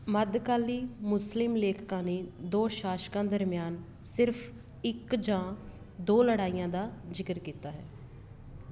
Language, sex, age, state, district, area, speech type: Punjabi, female, 30-45, Punjab, Patiala, urban, read